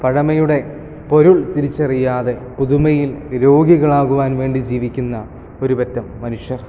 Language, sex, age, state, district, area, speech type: Malayalam, male, 18-30, Kerala, Kottayam, rural, spontaneous